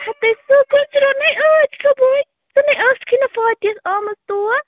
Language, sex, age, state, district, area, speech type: Kashmiri, female, 18-30, Jammu and Kashmir, Budgam, rural, conversation